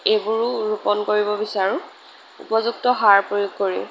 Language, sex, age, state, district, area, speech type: Assamese, female, 30-45, Assam, Lakhimpur, rural, spontaneous